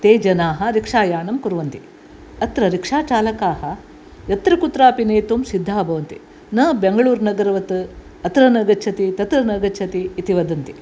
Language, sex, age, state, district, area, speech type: Sanskrit, female, 60+, Karnataka, Dakshina Kannada, urban, spontaneous